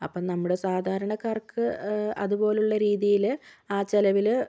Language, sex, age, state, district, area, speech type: Malayalam, female, 18-30, Kerala, Kozhikode, urban, spontaneous